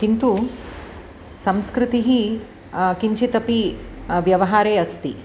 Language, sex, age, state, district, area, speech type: Sanskrit, female, 45-60, Andhra Pradesh, Krishna, urban, spontaneous